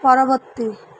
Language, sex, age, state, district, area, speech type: Odia, female, 30-45, Odisha, Malkangiri, urban, read